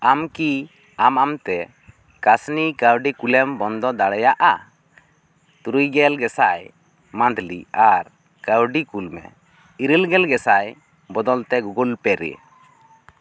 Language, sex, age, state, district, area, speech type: Santali, male, 30-45, West Bengal, Bankura, rural, read